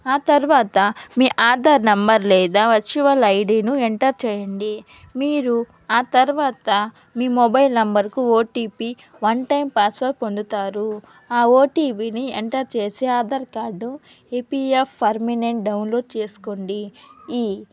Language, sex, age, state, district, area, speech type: Telugu, female, 18-30, Andhra Pradesh, Nellore, rural, spontaneous